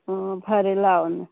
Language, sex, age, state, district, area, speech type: Manipuri, female, 45-60, Manipur, Churachandpur, urban, conversation